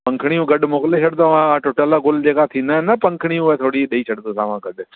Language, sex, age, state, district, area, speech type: Sindhi, male, 45-60, Delhi, South Delhi, urban, conversation